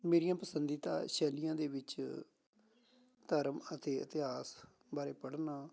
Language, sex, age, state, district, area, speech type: Punjabi, male, 30-45, Punjab, Amritsar, urban, spontaneous